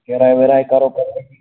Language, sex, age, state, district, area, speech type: Kashmiri, male, 18-30, Jammu and Kashmir, Bandipora, rural, conversation